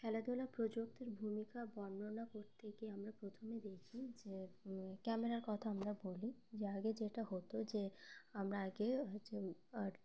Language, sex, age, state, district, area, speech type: Bengali, female, 18-30, West Bengal, Uttar Dinajpur, urban, spontaneous